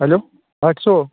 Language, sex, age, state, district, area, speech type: Bengali, male, 18-30, West Bengal, Uttar Dinajpur, urban, conversation